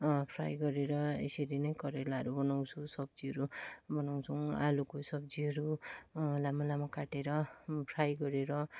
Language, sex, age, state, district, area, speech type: Nepali, female, 45-60, West Bengal, Kalimpong, rural, spontaneous